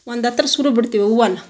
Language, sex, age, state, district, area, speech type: Kannada, female, 45-60, Karnataka, Chitradurga, rural, spontaneous